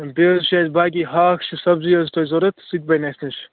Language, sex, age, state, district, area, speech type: Kashmiri, male, 18-30, Jammu and Kashmir, Kupwara, urban, conversation